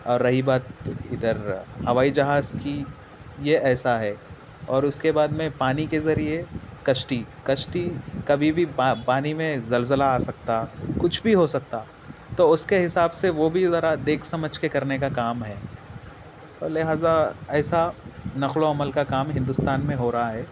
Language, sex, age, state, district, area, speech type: Urdu, male, 18-30, Telangana, Hyderabad, urban, spontaneous